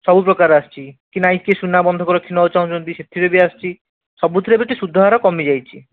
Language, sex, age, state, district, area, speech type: Odia, male, 45-60, Odisha, Khordha, rural, conversation